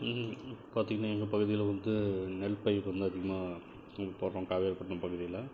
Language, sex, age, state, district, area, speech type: Tamil, male, 45-60, Tamil Nadu, Krishnagiri, rural, spontaneous